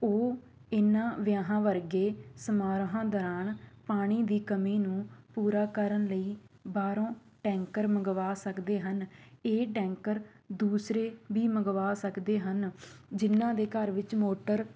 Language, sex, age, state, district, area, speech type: Punjabi, female, 30-45, Punjab, Shaheed Bhagat Singh Nagar, urban, spontaneous